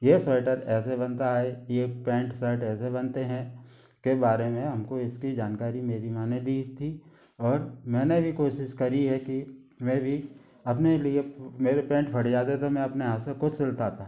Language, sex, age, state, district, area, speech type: Hindi, male, 45-60, Madhya Pradesh, Gwalior, urban, spontaneous